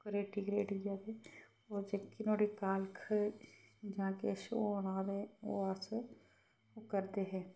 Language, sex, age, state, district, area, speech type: Dogri, female, 30-45, Jammu and Kashmir, Reasi, rural, spontaneous